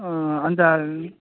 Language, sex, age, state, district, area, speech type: Nepali, male, 30-45, West Bengal, Jalpaiguri, urban, conversation